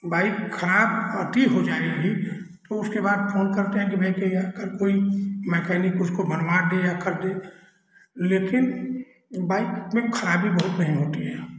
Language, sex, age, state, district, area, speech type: Hindi, male, 60+, Uttar Pradesh, Chandauli, urban, spontaneous